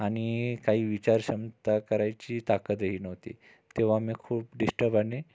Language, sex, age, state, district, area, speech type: Marathi, male, 45-60, Maharashtra, Amravati, urban, spontaneous